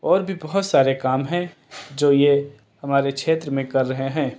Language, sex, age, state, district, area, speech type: Urdu, male, 18-30, Delhi, East Delhi, urban, spontaneous